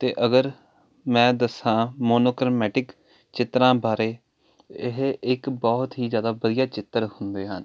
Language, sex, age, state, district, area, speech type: Punjabi, male, 18-30, Punjab, Jalandhar, urban, spontaneous